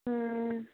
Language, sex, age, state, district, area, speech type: Maithili, female, 30-45, Bihar, Samastipur, rural, conversation